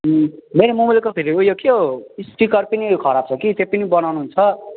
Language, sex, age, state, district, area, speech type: Nepali, male, 18-30, West Bengal, Alipurduar, urban, conversation